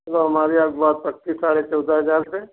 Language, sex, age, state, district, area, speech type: Hindi, male, 60+, Uttar Pradesh, Jaunpur, rural, conversation